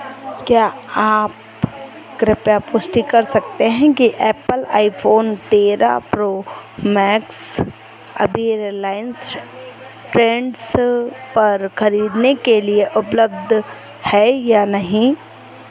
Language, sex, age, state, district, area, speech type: Hindi, female, 18-30, Madhya Pradesh, Chhindwara, urban, read